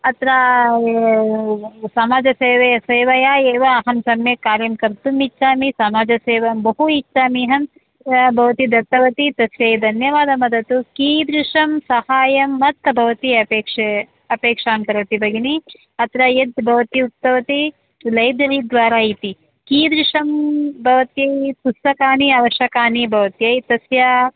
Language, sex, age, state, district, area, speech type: Sanskrit, female, 30-45, Karnataka, Bangalore Urban, urban, conversation